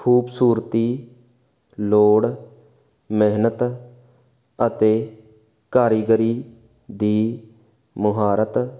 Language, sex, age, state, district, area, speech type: Punjabi, male, 18-30, Punjab, Faridkot, urban, spontaneous